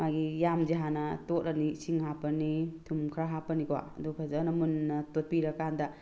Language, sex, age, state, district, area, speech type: Manipuri, female, 45-60, Manipur, Tengnoupal, rural, spontaneous